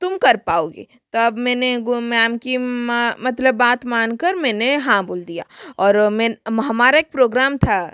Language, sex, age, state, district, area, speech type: Hindi, female, 30-45, Rajasthan, Jodhpur, rural, spontaneous